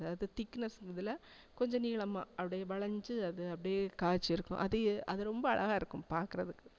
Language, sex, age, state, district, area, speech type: Tamil, female, 45-60, Tamil Nadu, Thanjavur, urban, spontaneous